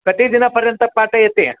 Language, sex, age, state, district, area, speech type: Sanskrit, male, 60+, Karnataka, Vijayapura, urban, conversation